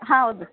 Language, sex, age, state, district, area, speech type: Kannada, female, 30-45, Karnataka, Koppal, rural, conversation